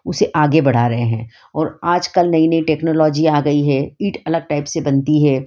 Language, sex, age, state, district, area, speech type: Hindi, female, 45-60, Madhya Pradesh, Ujjain, urban, spontaneous